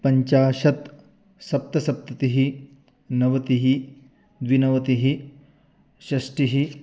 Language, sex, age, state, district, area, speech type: Sanskrit, male, 30-45, Maharashtra, Sangli, urban, spontaneous